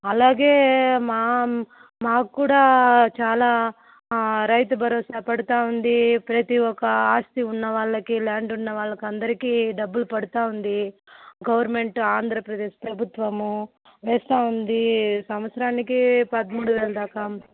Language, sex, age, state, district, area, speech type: Telugu, female, 45-60, Andhra Pradesh, Sri Balaji, urban, conversation